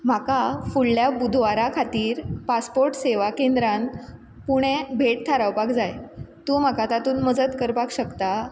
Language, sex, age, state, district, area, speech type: Goan Konkani, female, 18-30, Goa, Quepem, rural, read